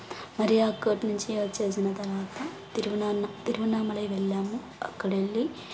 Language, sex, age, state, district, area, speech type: Telugu, female, 18-30, Andhra Pradesh, Sri Balaji, rural, spontaneous